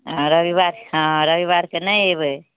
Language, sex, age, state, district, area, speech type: Maithili, female, 30-45, Bihar, Araria, rural, conversation